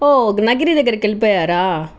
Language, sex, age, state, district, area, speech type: Telugu, female, 45-60, Andhra Pradesh, Chittoor, urban, spontaneous